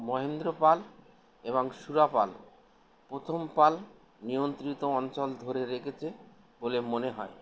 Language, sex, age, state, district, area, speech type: Bengali, male, 60+, West Bengal, Howrah, urban, read